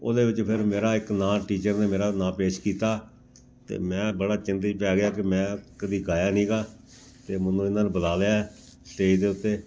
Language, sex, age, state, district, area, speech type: Punjabi, male, 60+, Punjab, Amritsar, urban, spontaneous